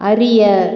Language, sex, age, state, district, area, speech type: Tamil, female, 30-45, Tamil Nadu, Cuddalore, rural, read